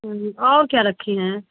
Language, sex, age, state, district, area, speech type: Hindi, female, 30-45, Uttar Pradesh, Chandauli, rural, conversation